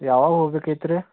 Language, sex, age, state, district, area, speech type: Kannada, male, 30-45, Karnataka, Belgaum, rural, conversation